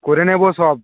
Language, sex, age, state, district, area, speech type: Bengali, male, 60+, West Bengal, Nadia, rural, conversation